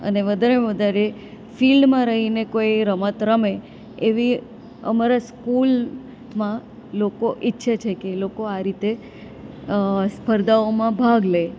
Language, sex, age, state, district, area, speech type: Gujarati, female, 30-45, Gujarat, Valsad, rural, spontaneous